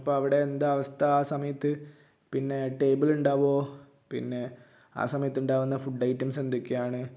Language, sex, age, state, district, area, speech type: Malayalam, male, 18-30, Kerala, Kozhikode, urban, spontaneous